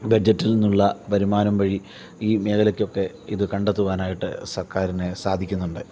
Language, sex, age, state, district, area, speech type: Malayalam, male, 45-60, Kerala, Kottayam, urban, spontaneous